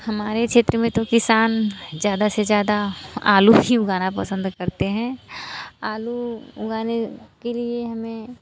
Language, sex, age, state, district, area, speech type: Hindi, female, 45-60, Uttar Pradesh, Mirzapur, urban, spontaneous